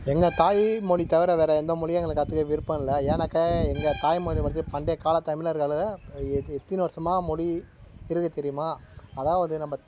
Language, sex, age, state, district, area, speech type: Tamil, male, 45-60, Tamil Nadu, Tiruvannamalai, rural, spontaneous